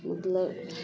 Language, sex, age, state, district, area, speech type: Maithili, female, 18-30, Bihar, Araria, rural, spontaneous